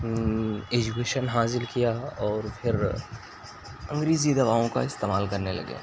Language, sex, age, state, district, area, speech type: Urdu, male, 18-30, Uttar Pradesh, Siddharthnagar, rural, spontaneous